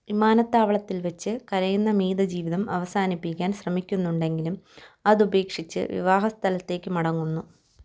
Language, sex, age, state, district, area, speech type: Malayalam, female, 30-45, Kerala, Thiruvananthapuram, rural, read